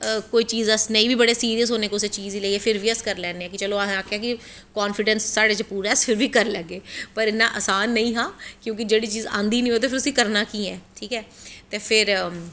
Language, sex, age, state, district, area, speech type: Dogri, female, 30-45, Jammu and Kashmir, Jammu, urban, spontaneous